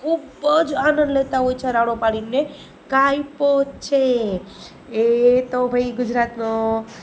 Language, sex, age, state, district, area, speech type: Gujarati, female, 30-45, Gujarat, Rajkot, urban, spontaneous